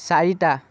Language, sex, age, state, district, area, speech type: Assamese, male, 18-30, Assam, Sonitpur, rural, read